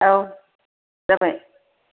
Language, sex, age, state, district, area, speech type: Bodo, female, 60+, Assam, Chirang, rural, conversation